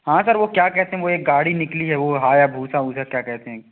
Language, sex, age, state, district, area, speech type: Hindi, male, 18-30, Madhya Pradesh, Jabalpur, urban, conversation